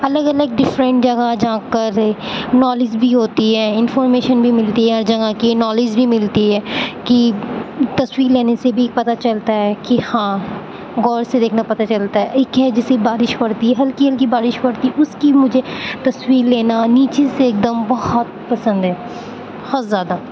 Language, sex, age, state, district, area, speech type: Urdu, female, 18-30, Uttar Pradesh, Aligarh, urban, spontaneous